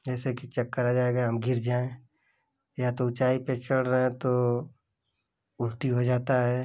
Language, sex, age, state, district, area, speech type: Hindi, male, 30-45, Uttar Pradesh, Ghazipur, urban, spontaneous